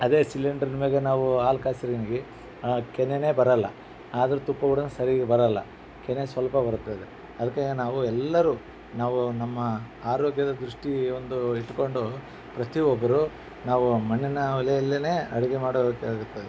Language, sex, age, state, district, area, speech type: Kannada, male, 45-60, Karnataka, Bellary, rural, spontaneous